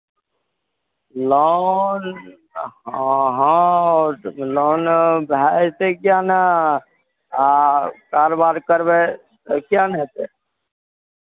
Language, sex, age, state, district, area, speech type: Maithili, male, 60+, Bihar, Araria, urban, conversation